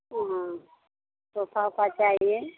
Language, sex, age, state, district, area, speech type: Hindi, female, 45-60, Uttar Pradesh, Mirzapur, rural, conversation